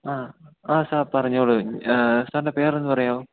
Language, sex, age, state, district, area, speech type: Malayalam, male, 18-30, Kerala, Idukki, rural, conversation